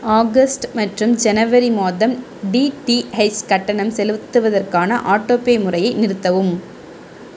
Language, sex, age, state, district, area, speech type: Tamil, female, 30-45, Tamil Nadu, Tiruvarur, urban, read